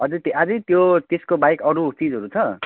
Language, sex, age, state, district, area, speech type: Nepali, male, 30-45, West Bengal, Alipurduar, urban, conversation